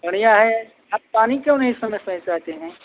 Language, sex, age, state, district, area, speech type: Hindi, male, 45-60, Uttar Pradesh, Ayodhya, rural, conversation